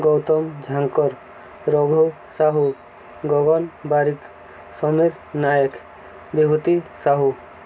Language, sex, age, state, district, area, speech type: Odia, male, 18-30, Odisha, Subarnapur, urban, spontaneous